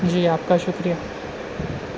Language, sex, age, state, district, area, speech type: Urdu, male, 60+, Maharashtra, Nashik, urban, spontaneous